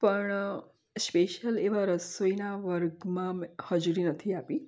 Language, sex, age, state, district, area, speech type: Gujarati, female, 45-60, Gujarat, Valsad, rural, spontaneous